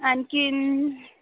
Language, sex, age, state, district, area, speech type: Marathi, female, 18-30, Maharashtra, Amravati, rural, conversation